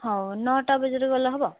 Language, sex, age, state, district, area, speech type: Odia, female, 18-30, Odisha, Subarnapur, urban, conversation